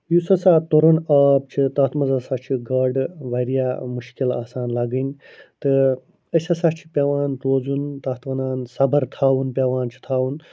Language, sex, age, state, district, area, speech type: Kashmiri, male, 45-60, Jammu and Kashmir, Srinagar, urban, spontaneous